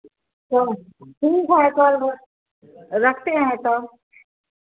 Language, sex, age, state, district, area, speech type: Hindi, female, 45-60, Bihar, Madhepura, rural, conversation